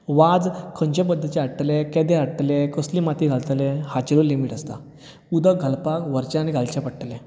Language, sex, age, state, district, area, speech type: Goan Konkani, male, 30-45, Goa, Bardez, rural, spontaneous